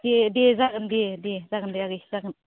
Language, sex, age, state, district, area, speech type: Bodo, female, 30-45, Assam, Udalguri, urban, conversation